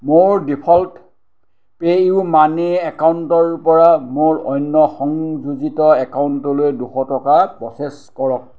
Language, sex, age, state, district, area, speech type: Assamese, male, 60+, Assam, Kamrup Metropolitan, urban, read